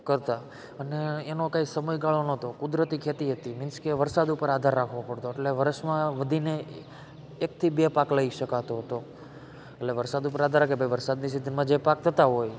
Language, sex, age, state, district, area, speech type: Gujarati, male, 30-45, Gujarat, Rajkot, rural, spontaneous